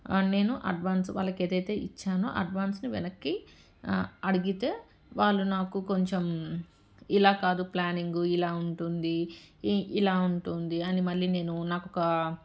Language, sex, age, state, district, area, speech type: Telugu, female, 30-45, Telangana, Medchal, urban, spontaneous